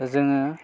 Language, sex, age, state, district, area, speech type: Bodo, male, 30-45, Assam, Udalguri, rural, spontaneous